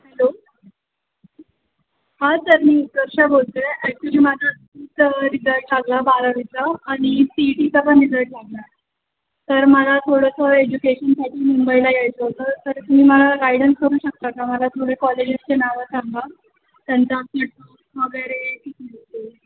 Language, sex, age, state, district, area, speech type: Marathi, female, 18-30, Maharashtra, Mumbai Suburban, urban, conversation